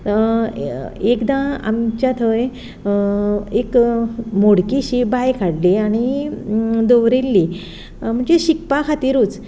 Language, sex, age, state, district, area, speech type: Goan Konkani, female, 45-60, Goa, Ponda, rural, spontaneous